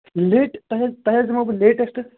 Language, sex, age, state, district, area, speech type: Kashmiri, male, 30-45, Jammu and Kashmir, Srinagar, urban, conversation